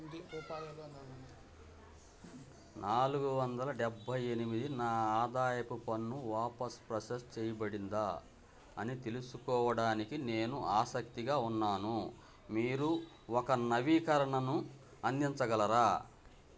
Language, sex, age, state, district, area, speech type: Telugu, male, 60+, Andhra Pradesh, Bapatla, urban, read